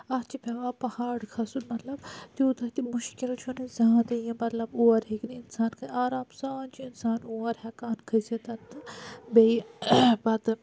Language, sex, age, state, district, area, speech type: Kashmiri, female, 45-60, Jammu and Kashmir, Srinagar, urban, spontaneous